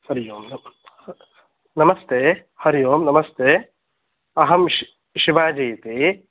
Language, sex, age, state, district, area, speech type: Sanskrit, male, 30-45, Karnataka, Kolar, rural, conversation